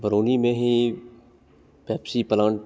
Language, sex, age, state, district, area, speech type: Hindi, male, 18-30, Bihar, Begusarai, rural, spontaneous